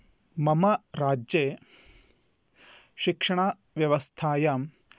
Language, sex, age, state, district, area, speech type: Sanskrit, male, 30-45, Karnataka, Bidar, urban, spontaneous